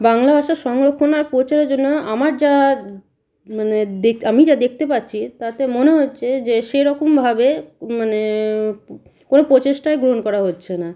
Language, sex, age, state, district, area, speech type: Bengali, female, 30-45, West Bengal, Malda, rural, spontaneous